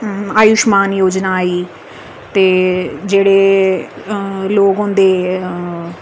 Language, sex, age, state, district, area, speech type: Dogri, female, 30-45, Jammu and Kashmir, Udhampur, urban, spontaneous